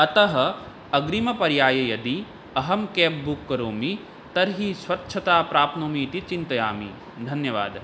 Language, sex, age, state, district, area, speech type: Sanskrit, male, 18-30, Assam, Barpeta, rural, spontaneous